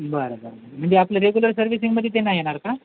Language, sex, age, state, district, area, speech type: Marathi, male, 45-60, Maharashtra, Nanded, rural, conversation